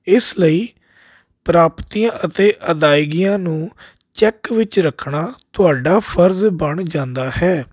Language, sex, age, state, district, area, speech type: Punjabi, male, 30-45, Punjab, Jalandhar, urban, spontaneous